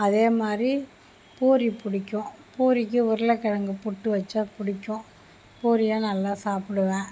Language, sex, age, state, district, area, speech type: Tamil, female, 60+, Tamil Nadu, Mayiladuthurai, rural, spontaneous